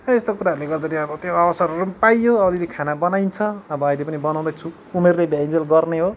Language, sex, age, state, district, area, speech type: Nepali, male, 30-45, West Bengal, Kalimpong, rural, spontaneous